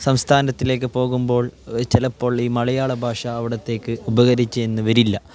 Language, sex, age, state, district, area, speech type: Malayalam, male, 18-30, Kerala, Kasaragod, urban, spontaneous